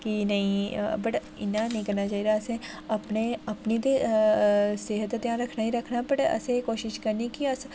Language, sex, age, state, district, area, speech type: Dogri, female, 18-30, Jammu and Kashmir, Jammu, rural, spontaneous